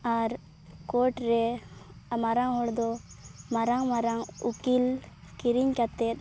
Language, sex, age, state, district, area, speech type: Santali, female, 18-30, Jharkhand, Seraikela Kharsawan, rural, spontaneous